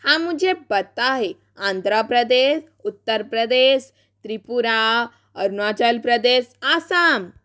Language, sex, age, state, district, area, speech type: Hindi, female, 18-30, Rajasthan, Jodhpur, rural, spontaneous